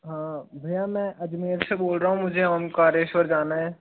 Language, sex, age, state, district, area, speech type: Hindi, male, 18-30, Rajasthan, Jaipur, urban, conversation